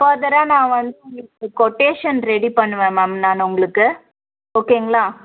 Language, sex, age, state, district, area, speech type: Tamil, female, 30-45, Tamil Nadu, Cuddalore, urban, conversation